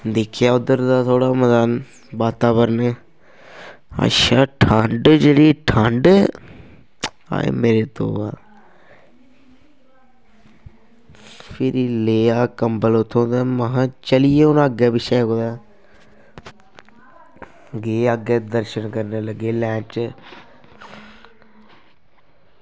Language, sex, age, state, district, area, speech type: Dogri, male, 18-30, Jammu and Kashmir, Kathua, rural, spontaneous